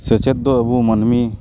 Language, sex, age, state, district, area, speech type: Santali, male, 30-45, West Bengal, Paschim Bardhaman, rural, spontaneous